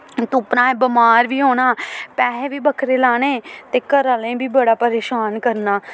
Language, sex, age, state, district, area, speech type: Dogri, female, 18-30, Jammu and Kashmir, Samba, urban, spontaneous